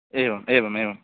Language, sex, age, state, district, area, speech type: Sanskrit, male, 18-30, Andhra Pradesh, West Godavari, rural, conversation